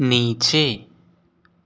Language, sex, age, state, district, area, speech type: Hindi, male, 18-30, Uttar Pradesh, Sonbhadra, rural, read